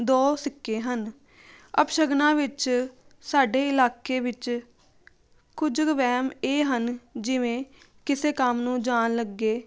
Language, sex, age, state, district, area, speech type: Punjabi, female, 30-45, Punjab, Jalandhar, urban, spontaneous